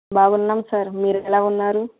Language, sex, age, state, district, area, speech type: Telugu, female, 18-30, Andhra Pradesh, East Godavari, rural, conversation